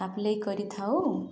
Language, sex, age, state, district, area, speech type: Odia, female, 18-30, Odisha, Nabarangpur, urban, spontaneous